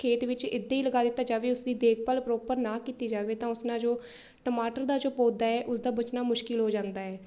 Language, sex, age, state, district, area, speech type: Punjabi, female, 18-30, Punjab, Shaheed Bhagat Singh Nagar, urban, spontaneous